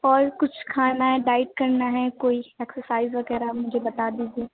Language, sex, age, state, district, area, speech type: Urdu, female, 30-45, Uttar Pradesh, Lucknow, urban, conversation